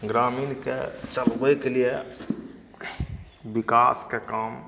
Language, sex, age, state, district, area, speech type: Maithili, male, 60+, Bihar, Madhepura, urban, spontaneous